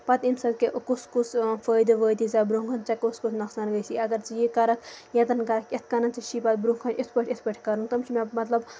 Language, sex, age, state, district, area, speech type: Kashmiri, female, 18-30, Jammu and Kashmir, Bandipora, rural, spontaneous